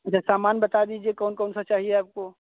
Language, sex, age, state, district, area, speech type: Hindi, male, 45-60, Uttar Pradesh, Hardoi, rural, conversation